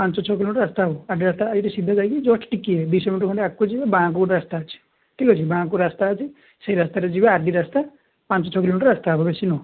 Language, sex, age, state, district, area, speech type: Odia, male, 18-30, Odisha, Balasore, rural, conversation